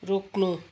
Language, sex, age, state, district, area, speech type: Nepali, female, 60+, West Bengal, Kalimpong, rural, read